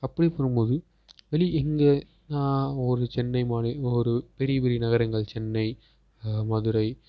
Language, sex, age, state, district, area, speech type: Tamil, male, 18-30, Tamil Nadu, Perambalur, rural, spontaneous